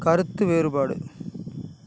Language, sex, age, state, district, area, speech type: Tamil, male, 30-45, Tamil Nadu, Tiruvarur, rural, read